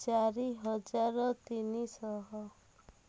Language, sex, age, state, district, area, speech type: Odia, female, 30-45, Odisha, Rayagada, rural, spontaneous